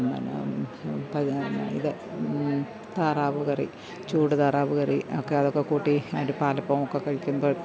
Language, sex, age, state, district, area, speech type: Malayalam, female, 60+, Kerala, Pathanamthitta, rural, spontaneous